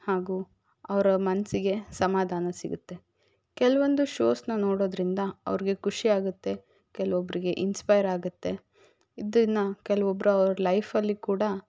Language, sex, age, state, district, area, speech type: Kannada, female, 18-30, Karnataka, Davanagere, rural, spontaneous